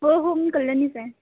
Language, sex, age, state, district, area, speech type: Marathi, female, 18-30, Maharashtra, Amravati, urban, conversation